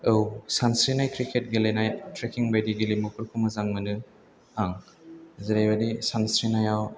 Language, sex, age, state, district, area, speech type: Bodo, male, 18-30, Assam, Chirang, urban, spontaneous